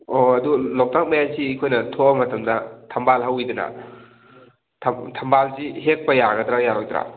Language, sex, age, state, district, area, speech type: Manipuri, male, 18-30, Manipur, Thoubal, rural, conversation